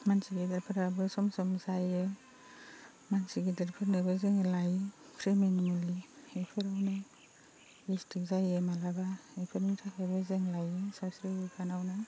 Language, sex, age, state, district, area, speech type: Bodo, female, 30-45, Assam, Baksa, rural, spontaneous